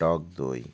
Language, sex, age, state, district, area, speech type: Bengali, male, 30-45, West Bengal, Alipurduar, rural, spontaneous